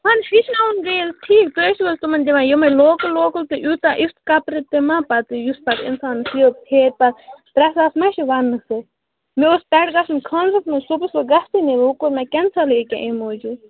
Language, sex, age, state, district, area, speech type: Kashmiri, other, 30-45, Jammu and Kashmir, Baramulla, urban, conversation